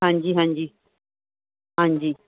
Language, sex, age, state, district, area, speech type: Punjabi, female, 60+, Punjab, Muktsar, urban, conversation